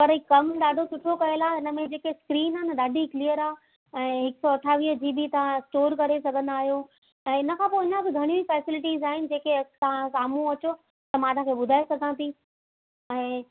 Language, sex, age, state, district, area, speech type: Sindhi, female, 30-45, Gujarat, Kutch, urban, conversation